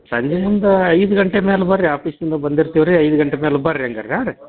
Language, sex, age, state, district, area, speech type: Kannada, male, 45-60, Karnataka, Dharwad, rural, conversation